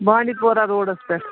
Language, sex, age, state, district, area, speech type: Kashmiri, female, 30-45, Jammu and Kashmir, Bandipora, rural, conversation